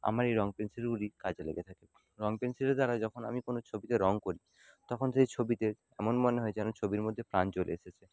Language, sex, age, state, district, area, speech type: Bengali, male, 60+, West Bengal, Jhargram, rural, spontaneous